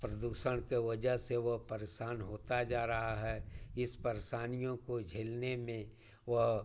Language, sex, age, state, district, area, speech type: Hindi, male, 60+, Uttar Pradesh, Chandauli, rural, spontaneous